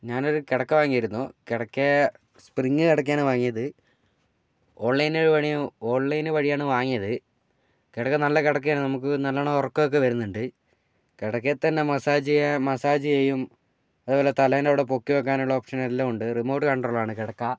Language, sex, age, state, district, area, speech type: Malayalam, male, 30-45, Kerala, Wayanad, rural, spontaneous